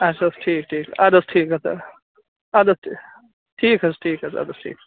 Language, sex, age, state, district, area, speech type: Kashmiri, male, 18-30, Jammu and Kashmir, Baramulla, rural, conversation